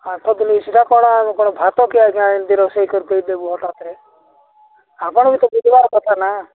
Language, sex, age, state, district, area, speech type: Odia, male, 45-60, Odisha, Nabarangpur, rural, conversation